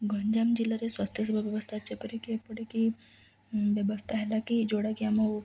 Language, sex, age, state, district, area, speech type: Odia, female, 18-30, Odisha, Ganjam, urban, spontaneous